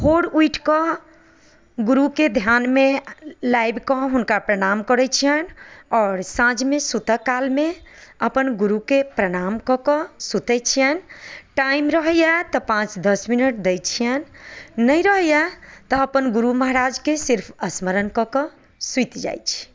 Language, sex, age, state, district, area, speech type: Maithili, female, 45-60, Bihar, Madhubani, rural, spontaneous